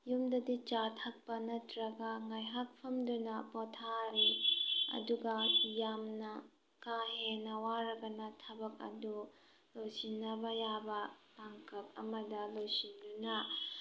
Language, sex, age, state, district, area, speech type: Manipuri, female, 18-30, Manipur, Tengnoupal, rural, spontaneous